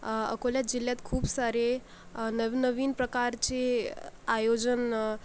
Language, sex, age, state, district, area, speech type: Marathi, female, 45-60, Maharashtra, Akola, rural, spontaneous